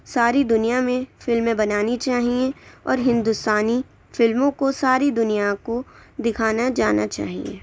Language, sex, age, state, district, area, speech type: Urdu, female, 18-30, Delhi, Central Delhi, urban, spontaneous